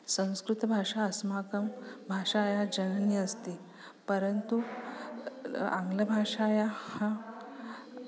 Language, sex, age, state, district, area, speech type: Sanskrit, female, 45-60, Maharashtra, Nagpur, urban, spontaneous